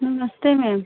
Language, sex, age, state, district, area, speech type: Hindi, female, 45-60, Uttar Pradesh, Ayodhya, rural, conversation